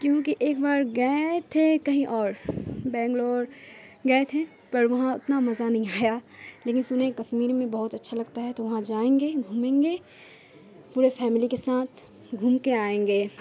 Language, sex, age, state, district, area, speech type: Urdu, female, 18-30, Bihar, Khagaria, rural, spontaneous